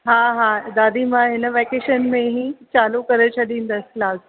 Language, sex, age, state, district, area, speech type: Sindhi, female, 30-45, Maharashtra, Thane, urban, conversation